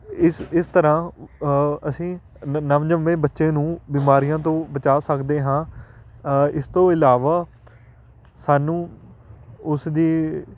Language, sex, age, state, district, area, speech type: Punjabi, male, 18-30, Punjab, Patiala, rural, spontaneous